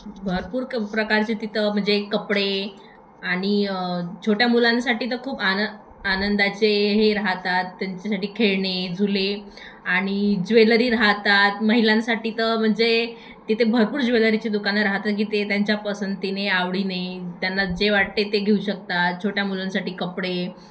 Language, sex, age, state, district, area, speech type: Marathi, female, 18-30, Maharashtra, Thane, urban, spontaneous